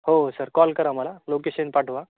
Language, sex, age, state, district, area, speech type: Marathi, male, 30-45, Maharashtra, Hingoli, urban, conversation